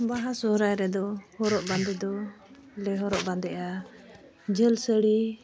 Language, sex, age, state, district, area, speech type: Santali, female, 45-60, Jharkhand, Bokaro, rural, spontaneous